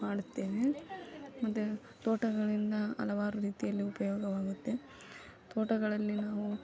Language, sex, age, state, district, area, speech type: Kannada, female, 18-30, Karnataka, Koppal, rural, spontaneous